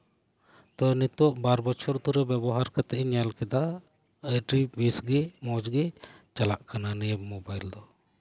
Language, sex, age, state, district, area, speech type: Santali, male, 30-45, West Bengal, Birbhum, rural, spontaneous